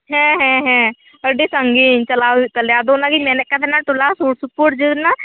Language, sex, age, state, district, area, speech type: Santali, female, 18-30, West Bengal, Purba Bardhaman, rural, conversation